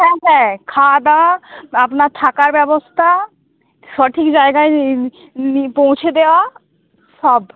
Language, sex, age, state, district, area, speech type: Bengali, female, 18-30, West Bengal, Uttar Dinajpur, rural, conversation